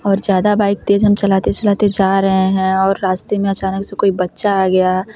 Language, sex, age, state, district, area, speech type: Hindi, female, 18-30, Uttar Pradesh, Varanasi, rural, spontaneous